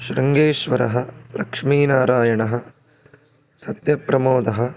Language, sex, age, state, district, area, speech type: Sanskrit, male, 18-30, Karnataka, Chikkamagaluru, rural, spontaneous